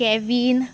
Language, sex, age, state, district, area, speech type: Goan Konkani, female, 18-30, Goa, Murmgao, rural, spontaneous